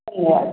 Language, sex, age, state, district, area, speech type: Hindi, female, 60+, Uttar Pradesh, Varanasi, rural, conversation